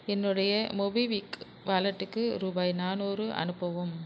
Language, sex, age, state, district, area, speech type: Tamil, female, 60+, Tamil Nadu, Nagapattinam, rural, read